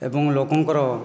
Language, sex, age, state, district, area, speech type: Odia, male, 30-45, Odisha, Kandhamal, rural, spontaneous